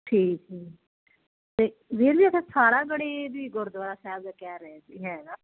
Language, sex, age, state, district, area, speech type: Punjabi, female, 30-45, Punjab, Firozpur, rural, conversation